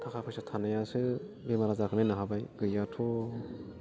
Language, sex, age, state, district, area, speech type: Bodo, male, 45-60, Assam, Udalguri, rural, spontaneous